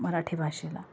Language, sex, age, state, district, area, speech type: Marathi, female, 30-45, Maharashtra, Nashik, urban, spontaneous